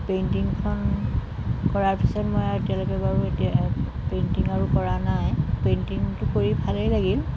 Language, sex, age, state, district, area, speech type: Assamese, female, 45-60, Assam, Jorhat, urban, spontaneous